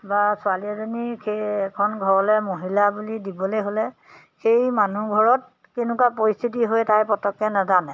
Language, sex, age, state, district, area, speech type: Assamese, female, 45-60, Assam, Majuli, urban, spontaneous